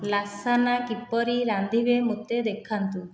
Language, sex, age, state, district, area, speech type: Odia, female, 30-45, Odisha, Khordha, rural, read